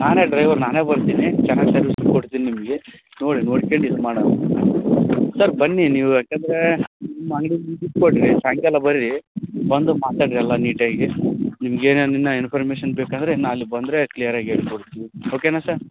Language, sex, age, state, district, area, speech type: Kannada, male, 30-45, Karnataka, Raichur, rural, conversation